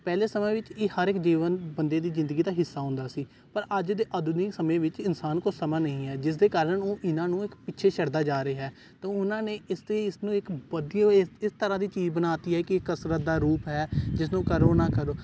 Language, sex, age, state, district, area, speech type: Punjabi, male, 18-30, Punjab, Gurdaspur, rural, spontaneous